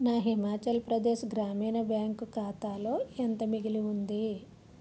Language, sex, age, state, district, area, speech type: Telugu, female, 30-45, Andhra Pradesh, Vizianagaram, urban, read